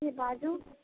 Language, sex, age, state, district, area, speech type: Maithili, female, 18-30, Bihar, Muzaffarpur, rural, conversation